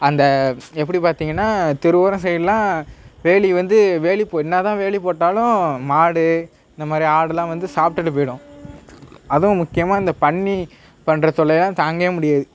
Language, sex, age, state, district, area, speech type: Tamil, male, 18-30, Tamil Nadu, Nagapattinam, rural, spontaneous